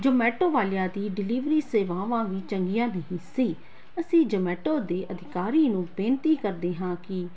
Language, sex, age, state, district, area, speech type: Punjabi, female, 18-30, Punjab, Tarn Taran, urban, spontaneous